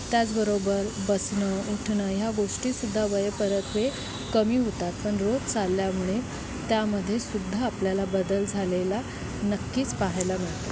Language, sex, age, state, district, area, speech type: Marathi, female, 45-60, Maharashtra, Thane, rural, spontaneous